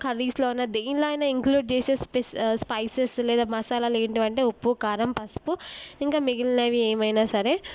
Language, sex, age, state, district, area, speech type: Telugu, female, 18-30, Telangana, Mahbubnagar, urban, spontaneous